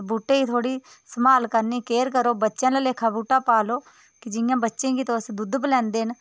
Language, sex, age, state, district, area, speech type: Dogri, female, 30-45, Jammu and Kashmir, Udhampur, rural, spontaneous